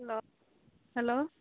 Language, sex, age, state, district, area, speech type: Odia, female, 45-60, Odisha, Sambalpur, rural, conversation